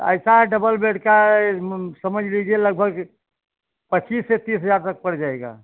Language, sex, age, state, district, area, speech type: Hindi, male, 60+, Uttar Pradesh, Ayodhya, rural, conversation